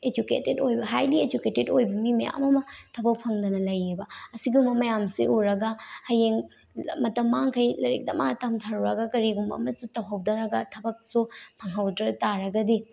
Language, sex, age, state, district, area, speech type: Manipuri, female, 18-30, Manipur, Bishnupur, rural, spontaneous